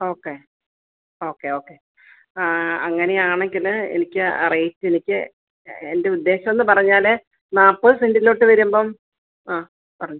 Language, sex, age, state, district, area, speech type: Malayalam, female, 45-60, Kerala, Kollam, rural, conversation